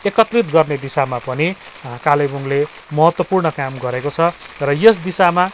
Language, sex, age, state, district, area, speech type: Nepali, male, 45-60, West Bengal, Kalimpong, rural, spontaneous